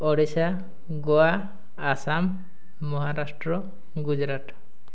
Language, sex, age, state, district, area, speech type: Odia, male, 18-30, Odisha, Mayurbhanj, rural, spontaneous